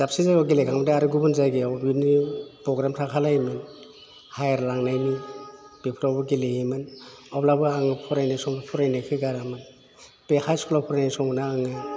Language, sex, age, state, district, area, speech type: Bodo, male, 45-60, Assam, Udalguri, urban, spontaneous